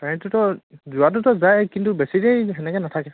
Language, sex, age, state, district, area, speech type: Assamese, male, 18-30, Assam, Dibrugarh, rural, conversation